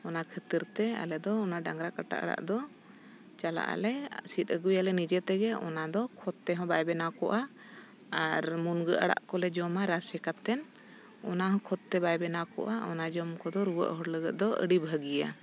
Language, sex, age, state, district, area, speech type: Santali, female, 30-45, Jharkhand, Bokaro, rural, spontaneous